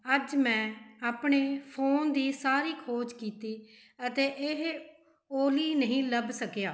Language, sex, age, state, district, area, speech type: Punjabi, female, 45-60, Punjab, Mohali, urban, read